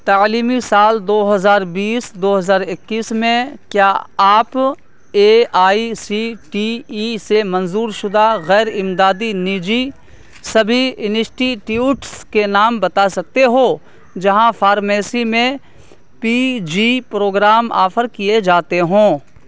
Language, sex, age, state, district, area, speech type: Urdu, male, 30-45, Bihar, Saharsa, urban, read